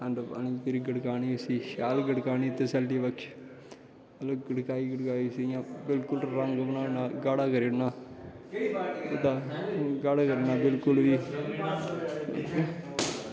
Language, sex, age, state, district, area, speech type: Dogri, male, 18-30, Jammu and Kashmir, Kathua, rural, spontaneous